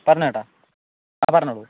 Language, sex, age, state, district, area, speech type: Malayalam, male, 18-30, Kerala, Palakkad, rural, conversation